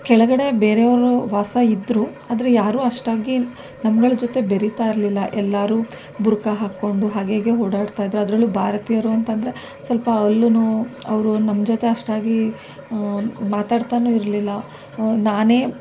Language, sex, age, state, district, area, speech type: Kannada, female, 45-60, Karnataka, Mysore, rural, spontaneous